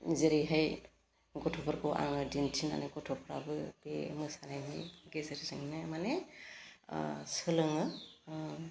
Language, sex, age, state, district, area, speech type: Bodo, female, 45-60, Assam, Udalguri, urban, spontaneous